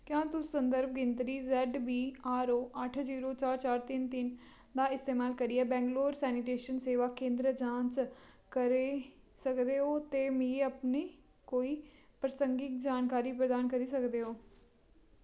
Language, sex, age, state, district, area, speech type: Dogri, female, 30-45, Jammu and Kashmir, Kathua, rural, read